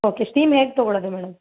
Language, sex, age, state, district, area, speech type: Kannada, female, 30-45, Karnataka, Gulbarga, urban, conversation